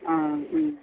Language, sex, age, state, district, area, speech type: Malayalam, female, 30-45, Kerala, Kottayam, urban, conversation